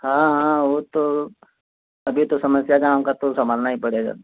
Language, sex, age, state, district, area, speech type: Hindi, male, 30-45, Uttar Pradesh, Mau, rural, conversation